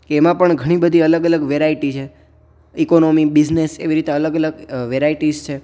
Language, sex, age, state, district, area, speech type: Gujarati, male, 18-30, Gujarat, Junagadh, urban, spontaneous